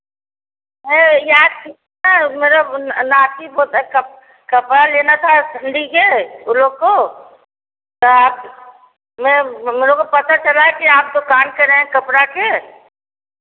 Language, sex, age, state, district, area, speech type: Hindi, female, 60+, Uttar Pradesh, Varanasi, rural, conversation